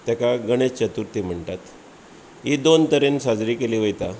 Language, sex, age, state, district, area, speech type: Goan Konkani, male, 45-60, Goa, Bardez, rural, spontaneous